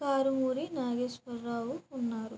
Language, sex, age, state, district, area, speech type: Telugu, female, 30-45, Andhra Pradesh, West Godavari, rural, spontaneous